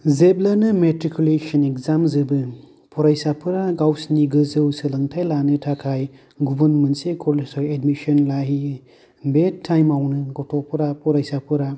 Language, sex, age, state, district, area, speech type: Bodo, male, 30-45, Assam, Kokrajhar, rural, spontaneous